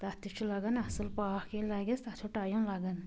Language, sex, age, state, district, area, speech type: Kashmiri, female, 45-60, Jammu and Kashmir, Anantnag, rural, spontaneous